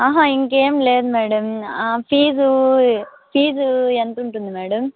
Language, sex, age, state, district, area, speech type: Telugu, female, 18-30, Andhra Pradesh, Nellore, rural, conversation